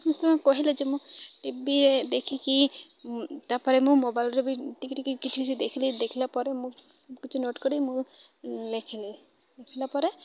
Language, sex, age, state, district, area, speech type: Odia, female, 18-30, Odisha, Malkangiri, urban, spontaneous